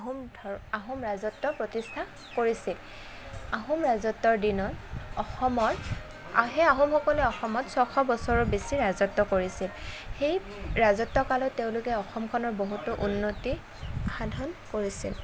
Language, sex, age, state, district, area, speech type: Assamese, female, 18-30, Assam, Kamrup Metropolitan, urban, spontaneous